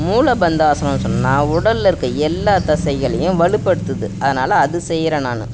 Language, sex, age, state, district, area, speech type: Tamil, female, 60+, Tamil Nadu, Kallakurichi, rural, spontaneous